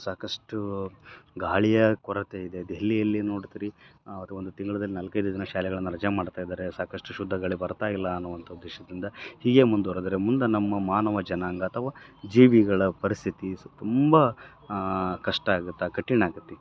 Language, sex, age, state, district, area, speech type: Kannada, male, 30-45, Karnataka, Bellary, rural, spontaneous